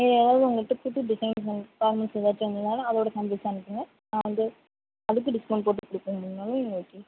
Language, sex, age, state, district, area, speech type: Tamil, female, 18-30, Tamil Nadu, Sivaganga, rural, conversation